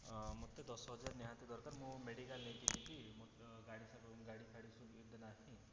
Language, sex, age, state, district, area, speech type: Odia, male, 30-45, Odisha, Cuttack, urban, spontaneous